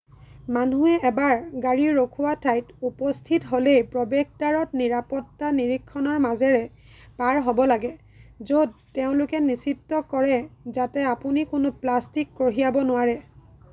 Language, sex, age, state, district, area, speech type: Assamese, female, 30-45, Assam, Lakhimpur, rural, read